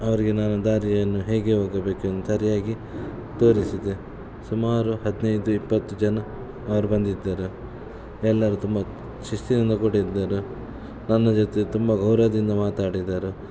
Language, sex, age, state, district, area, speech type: Kannada, male, 18-30, Karnataka, Shimoga, rural, spontaneous